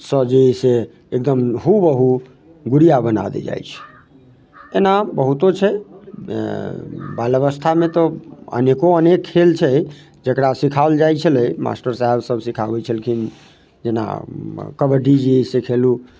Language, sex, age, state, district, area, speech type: Maithili, male, 30-45, Bihar, Muzaffarpur, rural, spontaneous